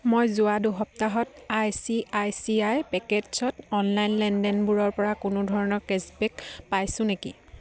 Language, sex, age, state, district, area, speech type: Assamese, female, 18-30, Assam, Sivasagar, rural, read